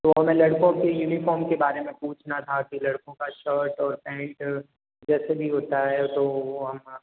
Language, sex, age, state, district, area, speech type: Hindi, male, 18-30, Rajasthan, Jodhpur, urban, conversation